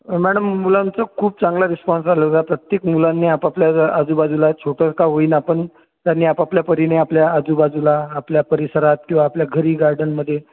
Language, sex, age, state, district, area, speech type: Marathi, male, 30-45, Maharashtra, Buldhana, urban, conversation